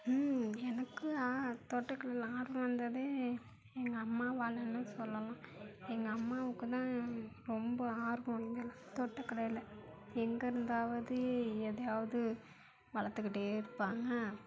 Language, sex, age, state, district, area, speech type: Tamil, female, 30-45, Tamil Nadu, Mayiladuthurai, urban, spontaneous